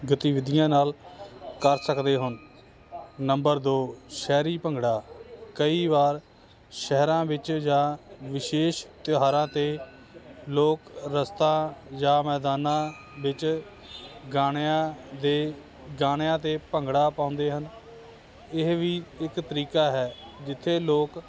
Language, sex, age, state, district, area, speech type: Punjabi, male, 30-45, Punjab, Hoshiarpur, urban, spontaneous